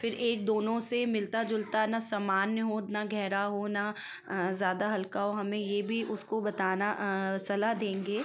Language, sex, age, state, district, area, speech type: Hindi, female, 30-45, Madhya Pradesh, Ujjain, urban, spontaneous